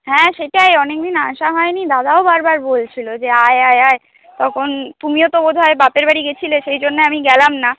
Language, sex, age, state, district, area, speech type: Bengali, female, 60+, West Bengal, Purulia, urban, conversation